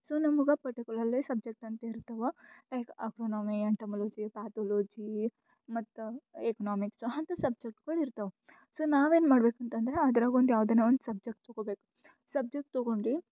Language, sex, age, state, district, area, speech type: Kannada, female, 18-30, Karnataka, Gulbarga, urban, spontaneous